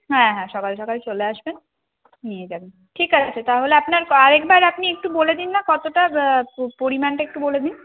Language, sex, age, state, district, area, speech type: Bengali, female, 45-60, West Bengal, Bankura, urban, conversation